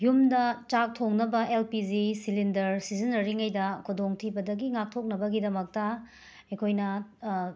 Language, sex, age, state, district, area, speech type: Manipuri, female, 30-45, Manipur, Imphal West, urban, spontaneous